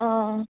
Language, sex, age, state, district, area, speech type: Telugu, female, 18-30, Telangana, Ranga Reddy, urban, conversation